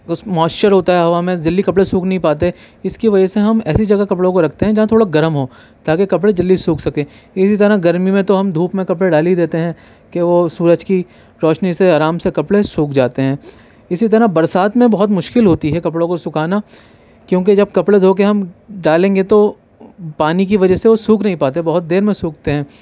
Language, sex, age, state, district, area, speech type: Urdu, male, 30-45, Delhi, Central Delhi, urban, spontaneous